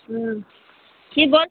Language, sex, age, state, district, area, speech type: Bengali, female, 60+, West Bengal, Uttar Dinajpur, urban, conversation